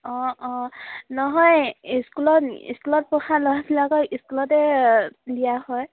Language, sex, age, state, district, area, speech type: Assamese, female, 18-30, Assam, Sivasagar, rural, conversation